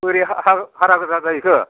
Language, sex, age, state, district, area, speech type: Bodo, male, 60+, Assam, Udalguri, rural, conversation